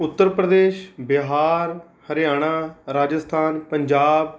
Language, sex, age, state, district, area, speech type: Punjabi, male, 30-45, Punjab, Rupnagar, urban, spontaneous